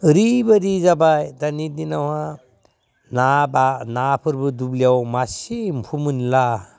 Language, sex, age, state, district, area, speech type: Bodo, male, 60+, Assam, Udalguri, rural, spontaneous